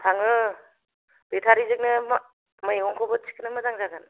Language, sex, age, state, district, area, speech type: Bodo, female, 30-45, Assam, Kokrajhar, rural, conversation